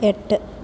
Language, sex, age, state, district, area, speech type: Malayalam, female, 18-30, Kerala, Kasaragod, rural, read